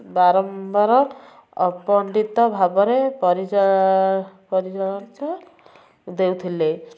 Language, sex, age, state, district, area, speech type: Odia, female, 30-45, Odisha, Kendujhar, urban, spontaneous